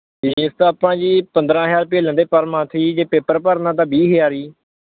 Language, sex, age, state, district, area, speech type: Punjabi, male, 18-30, Punjab, Mohali, rural, conversation